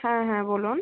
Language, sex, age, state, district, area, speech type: Bengali, female, 18-30, West Bengal, Jalpaiguri, rural, conversation